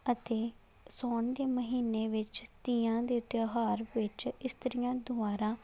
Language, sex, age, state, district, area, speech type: Punjabi, female, 18-30, Punjab, Faridkot, rural, spontaneous